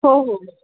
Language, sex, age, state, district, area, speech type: Marathi, female, 18-30, Maharashtra, Ahmednagar, rural, conversation